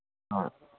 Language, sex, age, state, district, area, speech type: Manipuri, male, 45-60, Manipur, Kangpokpi, urban, conversation